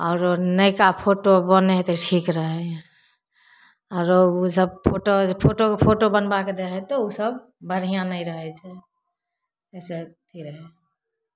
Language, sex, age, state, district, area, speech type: Maithili, female, 30-45, Bihar, Samastipur, rural, spontaneous